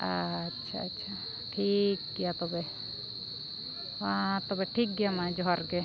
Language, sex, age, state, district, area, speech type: Santali, female, 45-60, Odisha, Mayurbhanj, rural, spontaneous